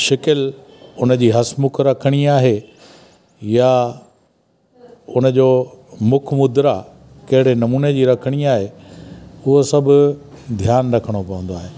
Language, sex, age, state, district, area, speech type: Sindhi, male, 60+, Gujarat, Junagadh, rural, spontaneous